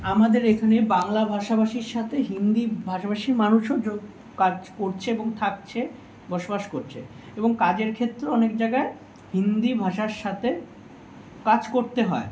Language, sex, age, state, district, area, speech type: Bengali, male, 18-30, West Bengal, Kolkata, urban, spontaneous